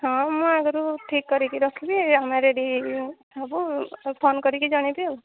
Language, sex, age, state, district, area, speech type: Odia, female, 45-60, Odisha, Angul, rural, conversation